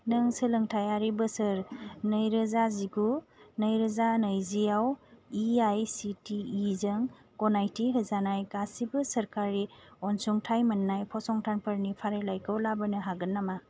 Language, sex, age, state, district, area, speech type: Bodo, female, 30-45, Assam, Kokrajhar, rural, read